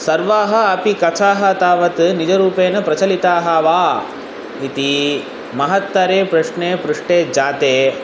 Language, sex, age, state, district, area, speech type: Sanskrit, male, 18-30, Tamil Nadu, Chennai, urban, spontaneous